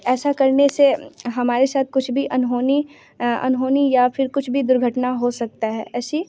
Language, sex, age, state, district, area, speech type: Hindi, female, 18-30, Bihar, Muzaffarpur, rural, spontaneous